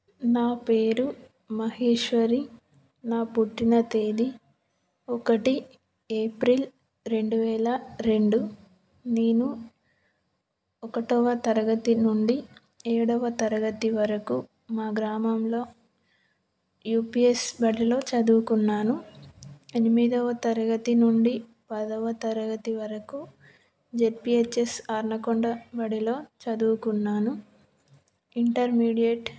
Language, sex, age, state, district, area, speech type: Telugu, female, 18-30, Telangana, Karimnagar, rural, spontaneous